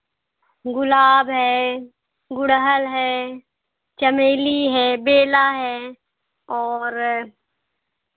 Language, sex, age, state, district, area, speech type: Hindi, female, 18-30, Uttar Pradesh, Pratapgarh, rural, conversation